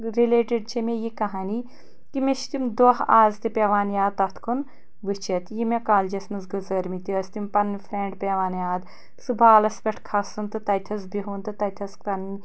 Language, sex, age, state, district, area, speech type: Kashmiri, female, 18-30, Jammu and Kashmir, Anantnag, urban, spontaneous